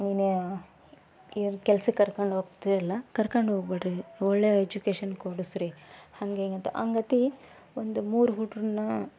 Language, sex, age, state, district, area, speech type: Kannada, female, 18-30, Karnataka, Koppal, rural, spontaneous